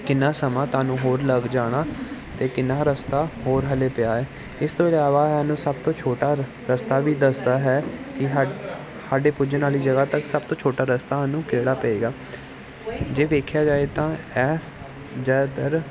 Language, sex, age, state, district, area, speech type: Punjabi, male, 18-30, Punjab, Gurdaspur, urban, spontaneous